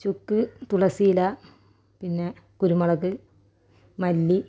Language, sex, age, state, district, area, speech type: Malayalam, female, 45-60, Kerala, Malappuram, rural, spontaneous